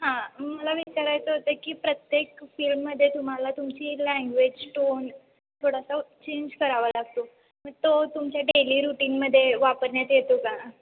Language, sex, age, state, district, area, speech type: Marathi, female, 18-30, Maharashtra, Kolhapur, urban, conversation